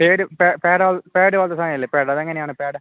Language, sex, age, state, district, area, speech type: Malayalam, male, 18-30, Kerala, Kasaragod, rural, conversation